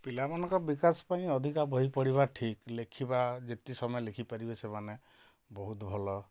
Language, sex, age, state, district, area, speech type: Odia, male, 45-60, Odisha, Kalahandi, rural, spontaneous